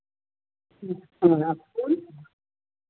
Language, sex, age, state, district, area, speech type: Hindi, female, 30-45, Uttar Pradesh, Varanasi, rural, conversation